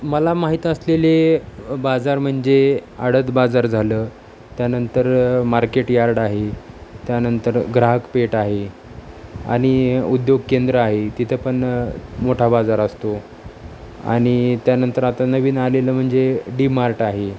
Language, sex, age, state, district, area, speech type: Marathi, male, 30-45, Maharashtra, Osmanabad, rural, spontaneous